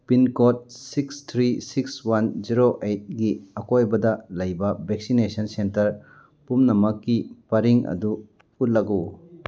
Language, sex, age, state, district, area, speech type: Manipuri, male, 30-45, Manipur, Churachandpur, rural, read